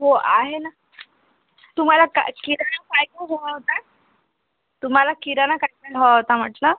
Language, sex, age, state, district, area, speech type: Marathi, female, 18-30, Maharashtra, Akola, rural, conversation